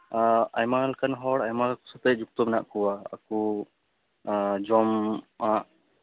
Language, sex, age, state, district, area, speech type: Santali, male, 18-30, West Bengal, Malda, rural, conversation